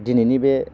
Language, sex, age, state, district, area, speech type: Bodo, male, 30-45, Assam, Baksa, rural, spontaneous